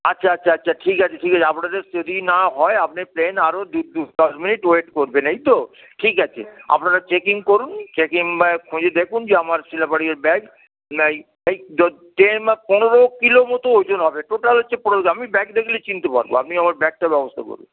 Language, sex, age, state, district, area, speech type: Bengali, male, 60+, West Bengal, Hooghly, rural, conversation